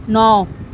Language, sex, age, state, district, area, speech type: Urdu, female, 18-30, Delhi, Central Delhi, urban, read